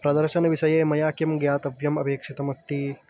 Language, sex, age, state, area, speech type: Sanskrit, male, 18-30, Uttarakhand, urban, read